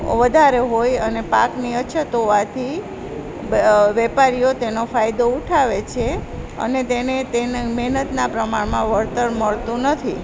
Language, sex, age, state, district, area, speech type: Gujarati, female, 45-60, Gujarat, Junagadh, rural, spontaneous